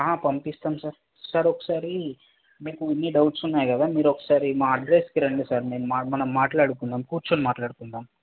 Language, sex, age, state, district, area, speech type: Telugu, male, 18-30, Telangana, Mancherial, rural, conversation